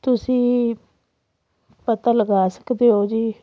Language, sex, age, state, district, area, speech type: Punjabi, female, 45-60, Punjab, Patiala, rural, spontaneous